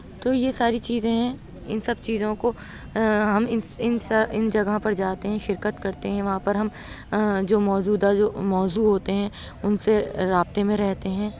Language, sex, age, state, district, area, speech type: Urdu, female, 30-45, Uttar Pradesh, Aligarh, urban, spontaneous